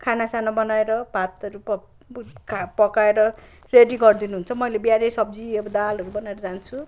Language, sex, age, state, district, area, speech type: Nepali, male, 30-45, West Bengal, Kalimpong, rural, spontaneous